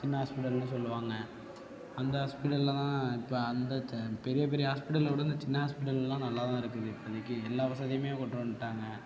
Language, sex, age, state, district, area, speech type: Tamil, male, 18-30, Tamil Nadu, Tiruvarur, rural, spontaneous